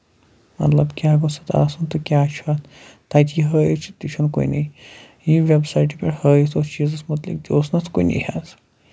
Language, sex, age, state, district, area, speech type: Kashmiri, male, 18-30, Jammu and Kashmir, Shopian, rural, spontaneous